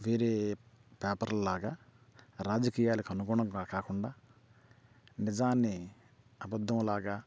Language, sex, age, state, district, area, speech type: Telugu, male, 45-60, Andhra Pradesh, Bapatla, rural, spontaneous